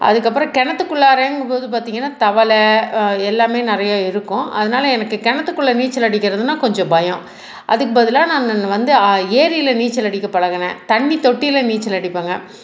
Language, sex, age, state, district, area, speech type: Tamil, female, 45-60, Tamil Nadu, Salem, urban, spontaneous